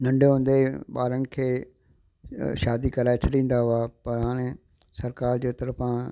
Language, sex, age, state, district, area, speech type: Sindhi, male, 60+, Gujarat, Kutch, urban, spontaneous